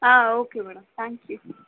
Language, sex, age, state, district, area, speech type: Tamil, female, 60+, Tamil Nadu, Mayiladuthurai, rural, conversation